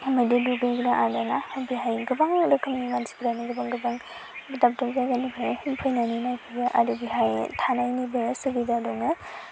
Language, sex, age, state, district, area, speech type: Bodo, female, 18-30, Assam, Baksa, rural, spontaneous